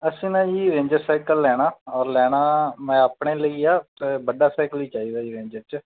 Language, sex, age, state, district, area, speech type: Punjabi, male, 30-45, Punjab, Bathinda, rural, conversation